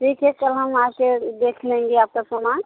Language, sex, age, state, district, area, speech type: Hindi, female, 45-60, Uttar Pradesh, Mirzapur, rural, conversation